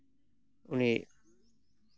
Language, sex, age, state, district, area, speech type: Santali, male, 45-60, West Bengal, Malda, rural, spontaneous